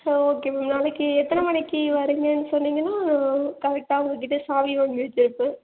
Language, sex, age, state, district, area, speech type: Tamil, female, 18-30, Tamil Nadu, Nagapattinam, rural, conversation